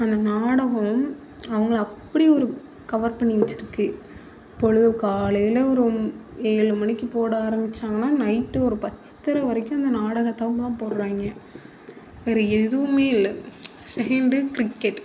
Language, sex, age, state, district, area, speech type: Tamil, female, 18-30, Tamil Nadu, Mayiladuthurai, urban, spontaneous